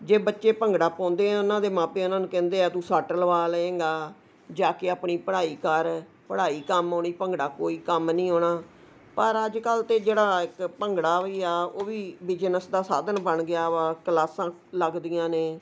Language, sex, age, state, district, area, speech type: Punjabi, female, 60+, Punjab, Ludhiana, urban, spontaneous